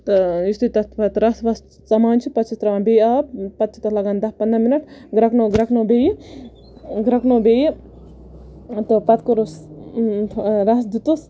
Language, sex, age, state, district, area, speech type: Kashmiri, female, 18-30, Jammu and Kashmir, Budgam, rural, spontaneous